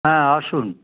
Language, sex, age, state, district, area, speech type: Bengali, male, 60+, West Bengal, Dakshin Dinajpur, rural, conversation